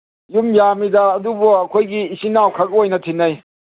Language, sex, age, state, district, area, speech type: Manipuri, male, 60+, Manipur, Kangpokpi, urban, conversation